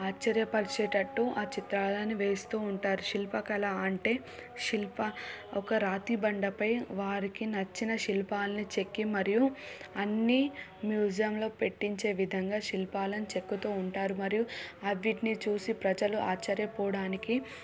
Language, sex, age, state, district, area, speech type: Telugu, female, 18-30, Telangana, Suryapet, urban, spontaneous